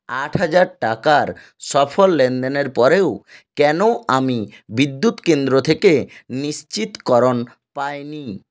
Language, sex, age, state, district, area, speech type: Bengali, male, 60+, West Bengal, Purulia, rural, read